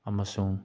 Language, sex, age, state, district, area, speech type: Manipuri, male, 30-45, Manipur, Chandel, rural, spontaneous